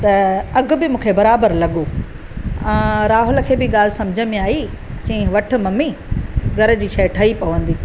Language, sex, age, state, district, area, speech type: Sindhi, female, 45-60, Maharashtra, Thane, urban, spontaneous